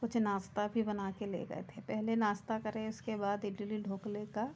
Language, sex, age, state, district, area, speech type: Hindi, female, 30-45, Madhya Pradesh, Seoni, urban, spontaneous